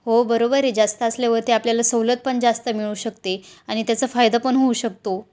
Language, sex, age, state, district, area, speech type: Marathi, female, 18-30, Maharashtra, Ahmednagar, rural, spontaneous